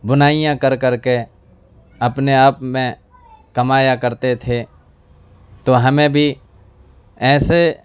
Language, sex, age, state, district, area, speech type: Urdu, male, 18-30, Delhi, East Delhi, urban, spontaneous